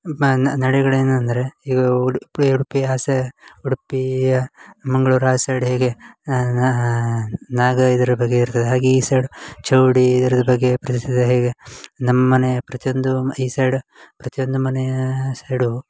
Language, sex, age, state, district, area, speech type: Kannada, male, 18-30, Karnataka, Uttara Kannada, rural, spontaneous